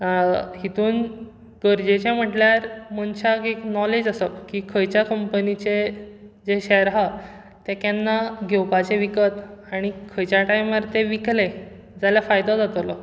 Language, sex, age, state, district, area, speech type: Goan Konkani, male, 18-30, Goa, Bardez, rural, spontaneous